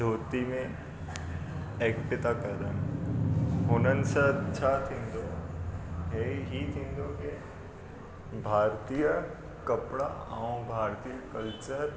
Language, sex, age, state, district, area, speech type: Sindhi, male, 18-30, Gujarat, Surat, urban, spontaneous